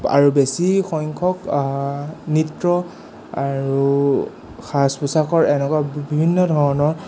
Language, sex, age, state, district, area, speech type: Assamese, male, 18-30, Assam, Sonitpur, rural, spontaneous